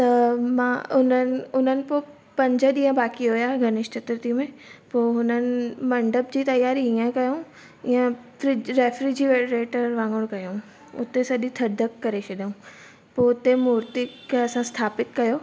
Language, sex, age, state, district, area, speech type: Sindhi, female, 18-30, Gujarat, Surat, urban, spontaneous